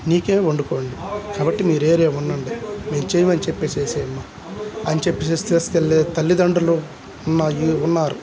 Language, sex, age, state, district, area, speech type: Telugu, male, 60+, Andhra Pradesh, Guntur, urban, spontaneous